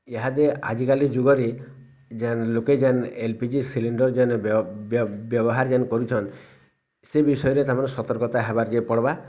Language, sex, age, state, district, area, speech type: Odia, male, 60+, Odisha, Bargarh, rural, spontaneous